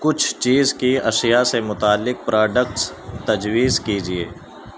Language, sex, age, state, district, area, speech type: Urdu, male, 18-30, Uttar Pradesh, Gautam Buddha Nagar, rural, read